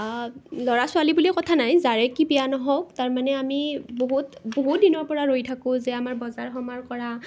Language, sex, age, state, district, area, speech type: Assamese, female, 18-30, Assam, Nalbari, rural, spontaneous